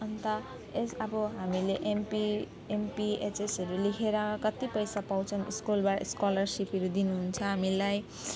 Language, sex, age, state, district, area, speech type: Nepali, female, 18-30, West Bengal, Alipurduar, urban, spontaneous